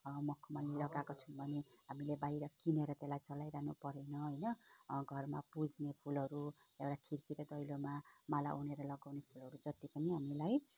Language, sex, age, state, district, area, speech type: Nepali, female, 30-45, West Bengal, Kalimpong, rural, spontaneous